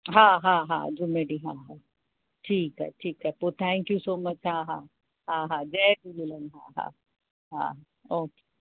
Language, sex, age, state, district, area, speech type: Sindhi, female, 60+, Uttar Pradesh, Lucknow, urban, conversation